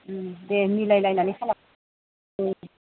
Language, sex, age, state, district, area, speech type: Bodo, female, 45-60, Assam, Udalguri, rural, conversation